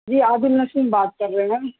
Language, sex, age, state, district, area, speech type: Urdu, male, 18-30, Bihar, Purnia, rural, conversation